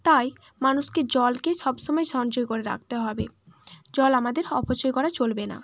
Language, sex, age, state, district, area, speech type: Bengali, female, 18-30, West Bengal, Bankura, urban, spontaneous